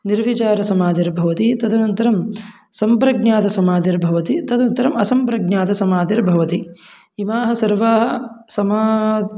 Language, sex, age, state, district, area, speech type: Sanskrit, male, 18-30, Karnataka, Mandya, rural, spontaneous